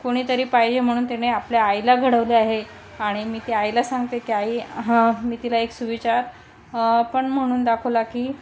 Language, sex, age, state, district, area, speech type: Marathi, female, 30-45, Maharashtra, Thane, urban, spontaneous